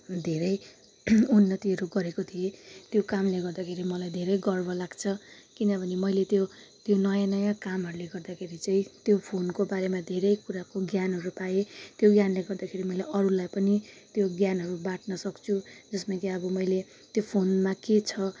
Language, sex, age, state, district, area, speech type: Nepali, female, 30-45, West Bengal, Darjeeling, urban, spontaneous